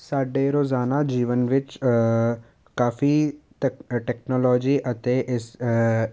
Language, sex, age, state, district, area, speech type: Punjabi, male, 18-30, Punjab, Jalandhar, urban, spontaneous